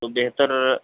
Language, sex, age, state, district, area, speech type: Urdu, male, 18-30, Uttar Pradesh, Saharanpur, urban, conversation